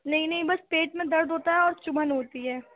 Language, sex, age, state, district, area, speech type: Urdu, female, 18-30, Delhi, Central Delhi, rural, conversation